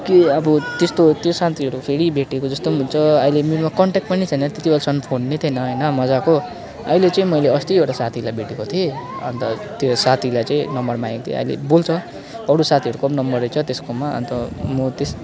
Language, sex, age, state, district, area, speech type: Nepali, male, 18-30, West Bengal, Kalimpong, rural, spontaneous